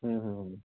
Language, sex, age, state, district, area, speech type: Punjabi, male, 18-30, Punjab, Patiala, urban, conversation